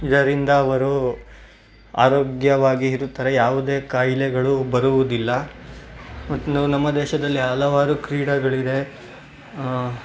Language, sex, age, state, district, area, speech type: Kannada, male, 18-30, Karnataka, Bangalore Rural, urban, spontaneous